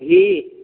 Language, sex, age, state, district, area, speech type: Urdu, male, 60+, Delhi, North East Delhi, urban, conversation